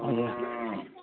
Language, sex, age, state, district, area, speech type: Odia, male, 45-60, Odisha, Sambalpur, rural, conversation